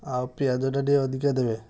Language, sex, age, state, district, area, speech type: Odia, male, 45-60, Odisha, Balasore, rural, spontaneous